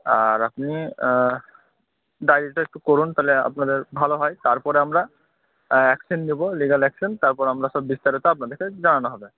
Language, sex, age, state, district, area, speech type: Bengali, male, 18-30, West Bengal, Murshidabad, urban, conversation